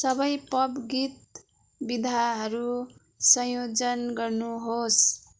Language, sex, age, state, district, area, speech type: Nepali, female, 30-45, West Bengal, Darjeeling, rural, read